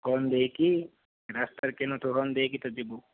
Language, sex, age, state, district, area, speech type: Odia, male, 60+, Odisha, Kandhamal, rural, conversation